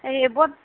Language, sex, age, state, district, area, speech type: Assamese, female, 30-45, Assam, Nagaon, rural, conversation